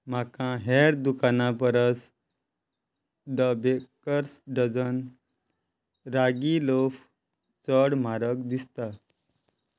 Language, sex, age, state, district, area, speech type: Goan Konkani, male, 30-45, Goa, Quepem, rural, read